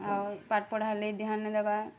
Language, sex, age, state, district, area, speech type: Odia, female, 30-45, Odisha, Bargarh, urban, spontaneous